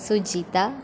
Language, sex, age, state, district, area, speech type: Sanskrit, female, 18-30, Kerala, Thrissur, urban, spontaneous